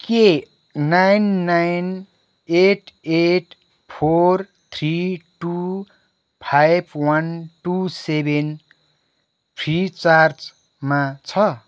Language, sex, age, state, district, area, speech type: Nepali, male, 30-45, West Bengal, Kalimpong, rural, read